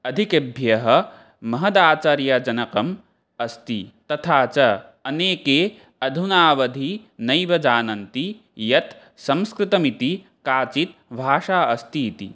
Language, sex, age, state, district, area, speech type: Sanskrit, male, 18-30, Assam, Barpeta, rural, spontaneous